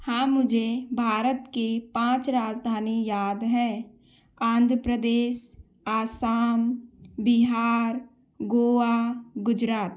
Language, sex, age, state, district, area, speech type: Hindi, female, 18-30, Madhya Pradesh, Gwalior, urban, spontaneous